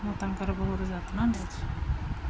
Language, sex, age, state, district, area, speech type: Odia, female, 30-45, Odisha, Jagatsinghpur, rural, spontaneous